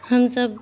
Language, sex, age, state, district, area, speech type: Urdu, female, 18-30, Bihar, Khagaria, urban, spontaneous